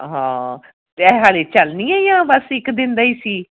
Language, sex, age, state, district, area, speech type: Punjabi, female, 45-60, Punjab, Tarn Taran, urban, conversation